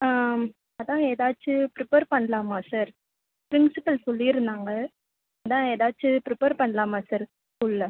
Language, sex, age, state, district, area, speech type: Tamil, female, 30-45, Tamil Nadu, Viluppuram, urban, conversation